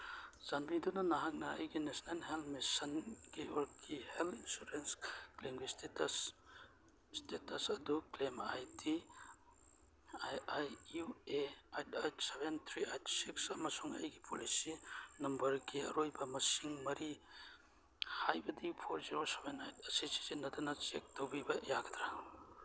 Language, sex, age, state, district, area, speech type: Manipuri, male, 30-45, Manipur, Churachandpur, rural, read